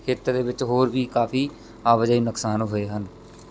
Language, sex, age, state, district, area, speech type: Punjabi, male, 18-30, Punjab, Shaheed Bhagat Singh Nagar, rural, spontaneous